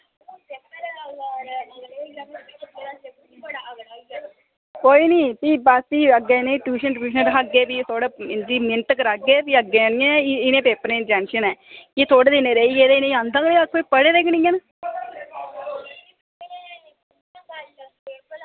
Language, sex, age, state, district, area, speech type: Dogri, female, 30-45, Jammu and Kashmir, Udhampur, rural, conversation